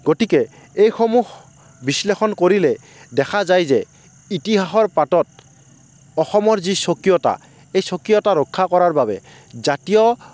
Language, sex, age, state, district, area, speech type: Assamese, male, 30-45, Assam, Kamrup Metropolitan, urban, spontaneous